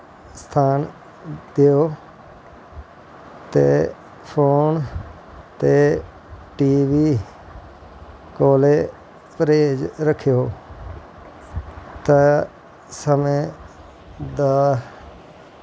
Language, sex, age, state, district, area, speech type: Dogri, male, 45-60, Jammu and Kashmir, Jammu, rural, spontaneous